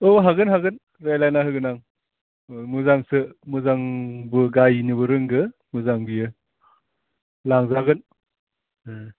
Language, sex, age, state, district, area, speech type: Bodo, male, 30-45, Assam, Udalguri, urban, conversation